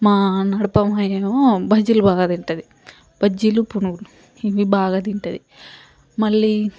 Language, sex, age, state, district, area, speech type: Telugu, female, 45-60, Telangana, Yadadri Bhuvanagiri, rural, spontaneous